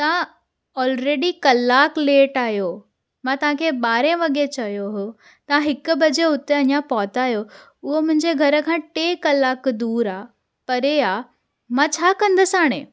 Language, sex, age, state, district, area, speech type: Sindhi, female, 18-30, Gujarat, Surat, urban, spontaneous